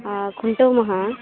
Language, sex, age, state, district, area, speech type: Santali, female, 18-30, West Bengal, Purba Bardhaman, rural, conversation